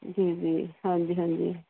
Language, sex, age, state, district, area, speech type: Punjabi, female, 30-45, Punjab, Mohali, urban, conversation